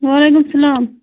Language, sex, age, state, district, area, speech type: Kashmiri, female, 30-45, Jammu and Kashmir, Bandipora, rural, conversation